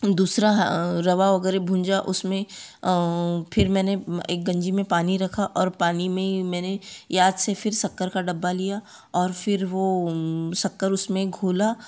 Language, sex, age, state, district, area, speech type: Hindi, female, 30-45, Madhya Pradesh, Betul, urban, spontaneous